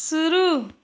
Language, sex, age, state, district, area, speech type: Hindi, female, 30-45, Uttar Pradesh, Azamgarh, rural, read